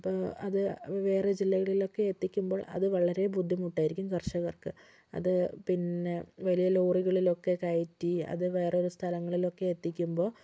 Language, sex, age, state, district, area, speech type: Malayalam, female, 18-30, Kerala, Kozhikode, urban, spontaneous